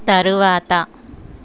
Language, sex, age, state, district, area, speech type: Telugu, female, 30-45, Andhra Pradesh, Anakapalli, urban, read